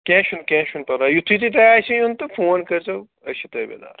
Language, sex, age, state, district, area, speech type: Kashmiri, male, 30-45, Jammu and Kashmir, Srinagar, urban, conversation